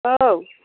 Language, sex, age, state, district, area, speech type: Bodo, female, 45-60, Assam, Chirang, rural, conversation